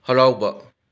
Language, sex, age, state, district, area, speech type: Manipuri, male, 60+, Manipur, Imphal West, urban, read